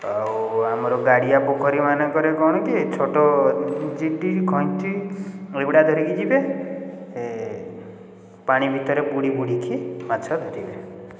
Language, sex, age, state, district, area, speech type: Odia, male, 30-45, Odisha, Puri, urban, spontaneous